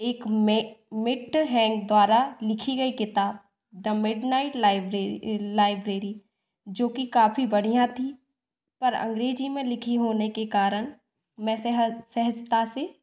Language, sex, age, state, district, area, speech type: Hindi, female, 18-30, Madhya Pradesh, Hoshangabad, rural, spontaneous